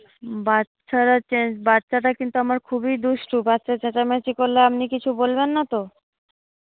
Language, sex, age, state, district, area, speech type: Bengali, female, 45-60, West Bengal, Paschim Medinipur, urban, conversation